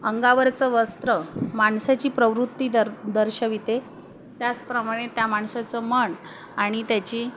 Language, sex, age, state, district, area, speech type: Marathi, female, 45-60, Maharashtra, Wardha, urban, spontaneous